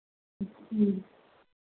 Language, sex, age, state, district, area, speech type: Hindi, female, 30-45, Uttar Pradesh, Pratapgarh, rural, conversation